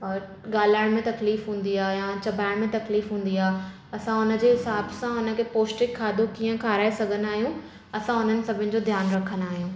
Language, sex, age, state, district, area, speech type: Sindhi, female, 18-30, Maharashtra, Thane, urban, spontaneous